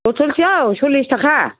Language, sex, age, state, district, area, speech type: Bodo, female, 60+, Assam, Udalguri, rural, conversation